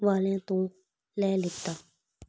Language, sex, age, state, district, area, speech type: Punjabi, female, 18-30, Punjab, Ludhiana, rural, spontaneous